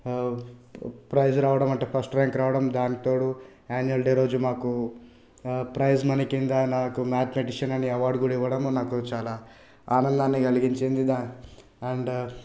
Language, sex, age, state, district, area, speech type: Telugu, male, 30-45, Telangana, Hyderabad, rural, spontaneous